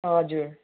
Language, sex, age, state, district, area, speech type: Nepali, female, 30-45, West Bengal, Kalimpong, rural, conversation